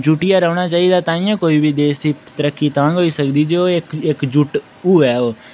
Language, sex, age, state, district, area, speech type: Dogri, male, 18-30, Jammu and Kashmir, Udhampur, rural, spontaneous